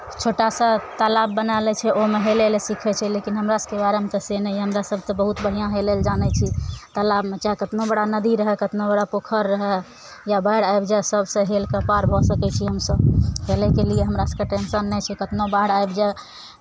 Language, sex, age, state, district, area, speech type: Maithili, female, 30-45, Bihar, Araria, urban, spontaneous